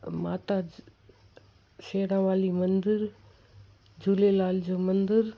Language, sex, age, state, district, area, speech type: Sindhi, female, 60+, Gujarat, Kutch, urban, spontaneous